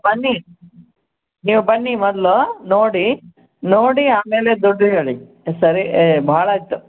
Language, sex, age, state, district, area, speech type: Kannada, female, 60+, Karnataka, Koppal, rural, conversation